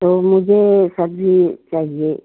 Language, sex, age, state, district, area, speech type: Hindi, female, 30-45, Uttar Pradesh, Jaunpur, rural, conversation